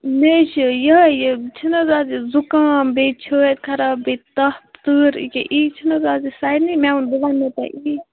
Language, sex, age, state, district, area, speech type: Kashmiri, female, 45-60, Jammu and Kashmir, Kupwara, urban, conversation